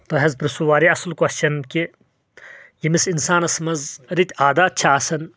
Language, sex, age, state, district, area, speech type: Kashmiri, male, 30-45, Jammu and Kashmir, Kulgam, rural, spontaneous